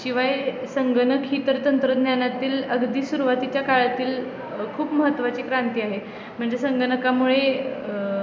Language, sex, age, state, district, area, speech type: Marathi, female, 18-30, Maharashtra, Satara, urban, spontaneous